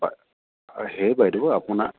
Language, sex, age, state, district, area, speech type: Assamese, male, 30-45, Assam, Sivasagar, rural, conversation